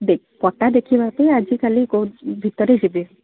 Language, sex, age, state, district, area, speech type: Odia, female, 45-60, Odisha, Sundergarh, rural, conversation